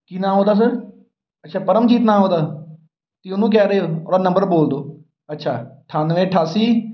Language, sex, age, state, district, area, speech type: Punjabi, male, 30-45, Punjab, Amritsar, urban, spontaneous